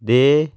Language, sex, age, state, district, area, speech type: Punjabi, male, 18-30, Punjab, Patiala, urban, read